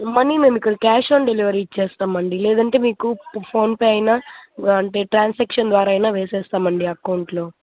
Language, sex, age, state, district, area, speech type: Telugu, female, 18-30, Andhra Pradesh, Kadapa, rural, conversation